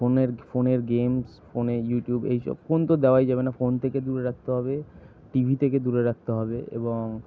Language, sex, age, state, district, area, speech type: Bengali, male, 60+, West Bengal, Purba Bardhaman, rural, spontaneous